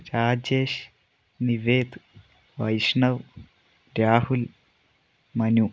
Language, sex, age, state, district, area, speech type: Malayalam, male, 30-45, Kerala, Wayanad, rural, spontaneous